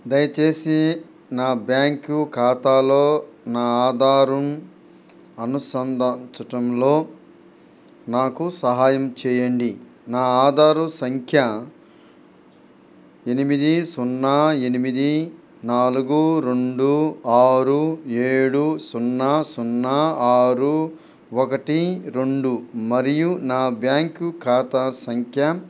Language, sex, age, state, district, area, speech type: Telugu, male, 45-60, Andhra Pradesh, Nellore, rural, read